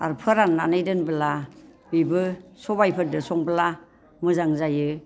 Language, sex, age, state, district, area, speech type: Bodo, female, 60+, Assam, Baksa, urban, spontaneous